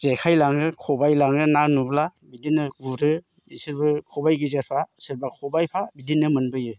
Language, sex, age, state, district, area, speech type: Bodo, male, 60+, Assam, Chirang, rural, spontaneous